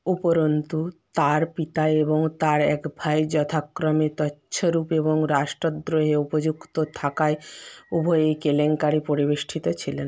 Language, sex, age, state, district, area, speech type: Bengali, female, 30-45, West Bengal, Purba Medinipur, rural, read